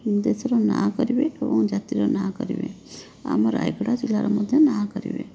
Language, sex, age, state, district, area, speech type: Odia, female, 30-45, Odisha, Rayagada, rural, spontaneous